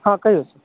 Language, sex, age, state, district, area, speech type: Maithili, male, 30-45, Bihar, Madhubani, rural, conversation